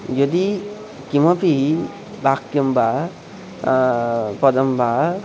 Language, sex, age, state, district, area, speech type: Sanskrit, male, 18-30, West Bengal, Purba Medinipur, rural, spontaneous